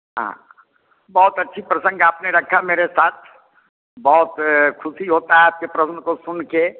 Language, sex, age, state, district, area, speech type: Hindi, male, 60+, Bihar, Vaishali, rural, conversation